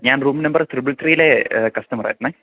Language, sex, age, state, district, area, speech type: Malayalam, male, 18-30, Kerala, Idukki, rural, conversation